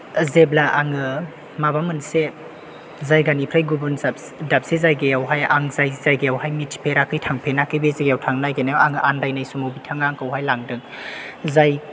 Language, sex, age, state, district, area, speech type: Bodo, male, 18-30, Assam, Chirang, urban, spontaneous